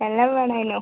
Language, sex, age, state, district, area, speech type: Malayalam, female, 18-30, Kerala, Wayanad, rural, conversation